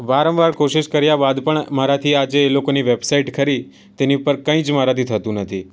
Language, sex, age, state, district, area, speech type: Gujarati, male, 18-30, Gujarat, Surat, urban, spontaneous